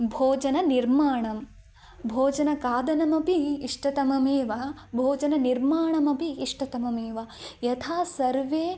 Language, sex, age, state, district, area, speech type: Sanskrit, female, 18-30, Karnataka, Chikkamagaluru, rural, spontaneous